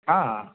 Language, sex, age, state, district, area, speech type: Gujarati, male, 45-60, Gujarat, Ahmedabad, urban, conversation